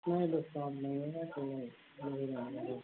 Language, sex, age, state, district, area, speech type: Hindi, male, 45-60, Uttar Pradesh, Sitapur, rural, conversation